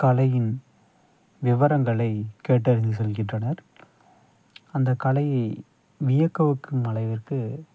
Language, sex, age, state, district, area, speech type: Tamil, male, 30-45, Tamil Nadu, Thanjavur, rural, spontaneous